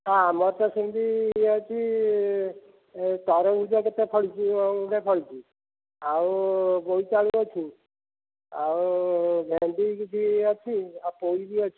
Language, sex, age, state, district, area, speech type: Odia, male, 45-60, Odisha, Dhenkanal, rural, conversation